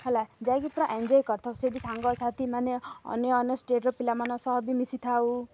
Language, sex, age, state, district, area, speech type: Odia, female, 18-30, Odisha, Ganjam, urban, spontaneous